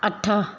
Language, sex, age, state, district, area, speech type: Sindhi, female, 30-45, Gujarat, Surat, urban, read